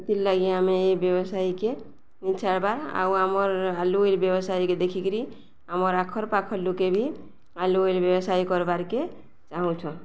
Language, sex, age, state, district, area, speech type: Odia, female, 45-60, Odisha, Balangir, urban, spontaneous